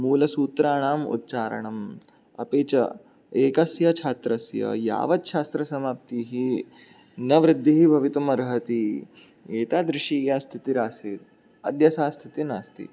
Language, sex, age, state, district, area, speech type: Sanskrit, male, 18-30, Maharashtra, Mumbai City, urban, spontaneous